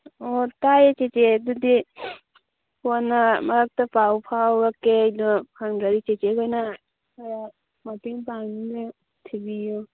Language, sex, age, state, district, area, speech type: Manipuri, female, 30-45, Manipur, Churachandpur, rural, conversation